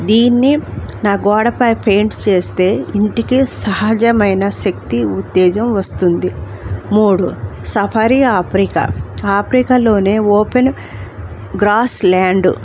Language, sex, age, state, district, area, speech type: Telugu, female, 45-60, Andhra Pradesh, Alluri Sitarama Raju, rural, spontaneous